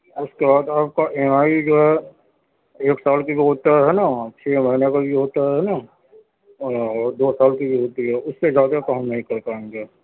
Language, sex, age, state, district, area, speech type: Urdu, male, 45-60, Uttar Pradesh, Gautam Buddha Nagar, urban, conversation